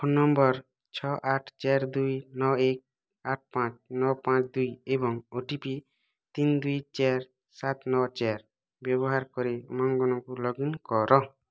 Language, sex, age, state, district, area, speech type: Odia, male, 18-30, Odisha, Bargarh, urban, read